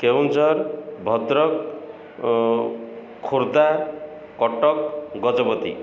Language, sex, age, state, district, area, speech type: Odia, male, 45-60, Odisha, Ganjam, urban, spontaneous